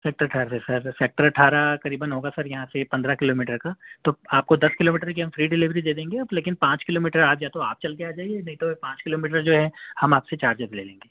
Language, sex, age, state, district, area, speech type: Urdu, male, 30-45, Uttar Pradesh, Gautam Buddha Nagar, urban, conversation